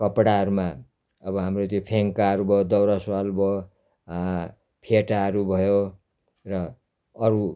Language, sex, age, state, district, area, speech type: Nepali, male, 60+, West Bengal, Darjeeling, rural, spontaneous